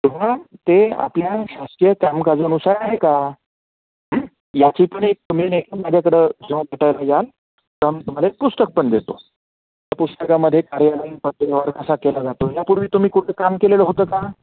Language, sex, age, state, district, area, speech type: Marathi, male, 45-60, Maharashtra, Nanded, urban, conversation